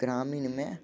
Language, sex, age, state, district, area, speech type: Hindi, male, 18-30, Bihar, Muzaffarpur, rural, spontaneous